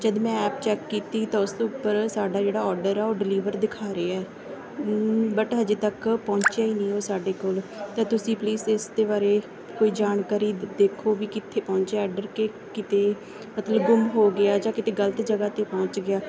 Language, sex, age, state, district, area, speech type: Punjabi, female, 18-30, Punjab, Bathinda, rural, spontaneous